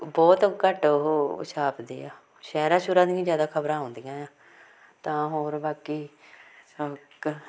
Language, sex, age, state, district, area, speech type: Punjabi, female, 45-60, Punjab, Hoshiarpur, rural, spontaneous